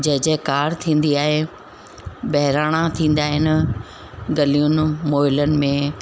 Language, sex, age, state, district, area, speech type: Sindhi, female, 45-60, Rajasthan, Ajmer, urban, spontaneous